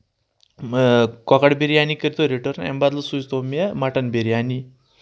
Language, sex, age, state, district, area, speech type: Kashmiri, male, 30-45, Jammu and Kashmir, Kulgam, urban, spontaneous